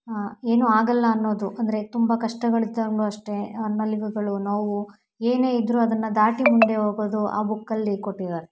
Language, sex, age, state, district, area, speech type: Kannada, female, 18-30, Karnataka, Davanagere, rural, spontaneous